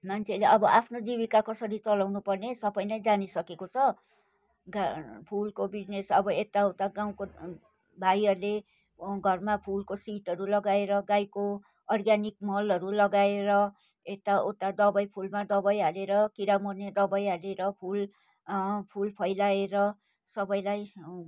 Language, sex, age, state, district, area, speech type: Nepali, female, 60+, West Bengal, Kalimpong, rural, spontaneous